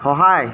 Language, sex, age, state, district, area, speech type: Assamese, male, 30-45, Assam, Dibrugarh, rural, read